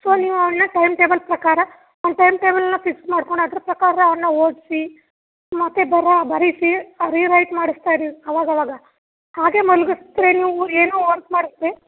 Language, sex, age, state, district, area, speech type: Kannada, female, 18-30, Karnataka, Chamarajanagar, rural, conversation